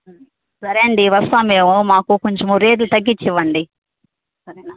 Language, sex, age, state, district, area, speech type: Telugu, female, 60+, Andhra Pradesh, Kadapa, rural, conversation